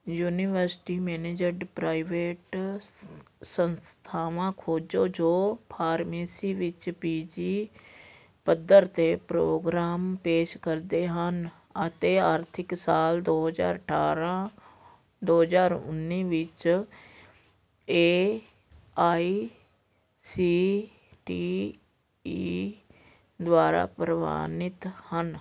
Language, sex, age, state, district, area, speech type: Punjabi, female, 45-60, Punjab, Patiala, rural, read